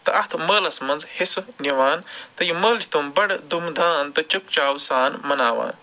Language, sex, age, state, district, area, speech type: Kashmiri, male, 45-60, Jammu and Kashmir, Ganderbal, urban, spontaneous